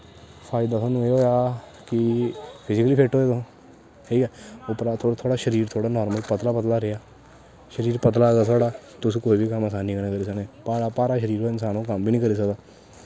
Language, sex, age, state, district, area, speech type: Dogri, male, 18-30, Jammu and Kashmir, Kathua, rural, spontaneous